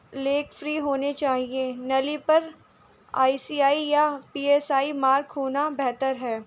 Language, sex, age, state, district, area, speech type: Urdu, female, 18-30, Delhi, North East Delhi, urban, spontaneous